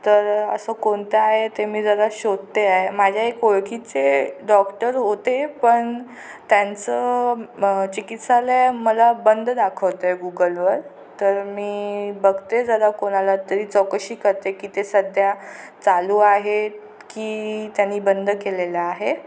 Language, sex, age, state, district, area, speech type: Marathi, female, 18-30, Maharashtra, Ratnagiri, rural, spontaneous